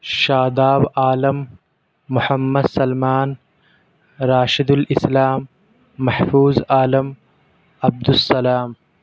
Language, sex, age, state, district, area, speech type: Urdu, male, 18-30, Delhi, South Delhi, urban, spontaneous